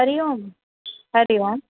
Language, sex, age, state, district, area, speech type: Sindhi, female, 45-60, Delhi, South Delhi, urban, conversation